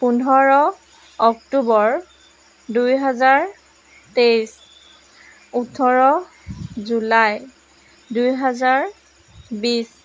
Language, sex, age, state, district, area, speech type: Assamese, female, 18-30, Assam, Jorhat, urban, spontaneous